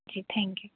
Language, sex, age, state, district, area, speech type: Hindi, female, 30-45, Madhya Pradesh, Bhopal, urban, conversation